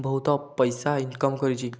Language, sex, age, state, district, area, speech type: Odia, male, 18-30, Odisha, Kendujhar, urban, spontaneous